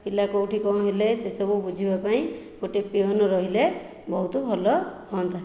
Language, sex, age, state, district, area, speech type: Odia, female, 60+, Odisha, Khordha, rural, spontaneous